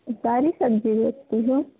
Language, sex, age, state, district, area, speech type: Hindi, female, 18-30, Uttar Pradesh, Pratapgarh, urban, conversation